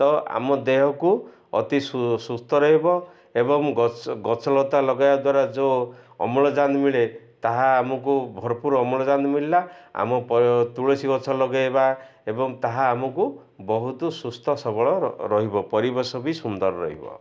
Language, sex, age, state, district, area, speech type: Odia, male, 60+, Odisha, Ganjam, urban, spontaneous